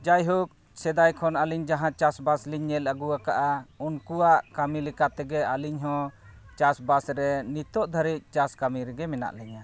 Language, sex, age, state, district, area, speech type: Santali, male, 30-45, Jharkhand, East Singhbhum, rural, spontaneous